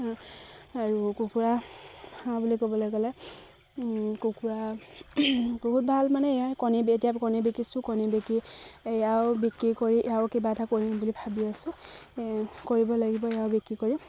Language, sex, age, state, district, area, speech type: Assamese, female, 30-45, Assam, Charaideo, rural, spontaneous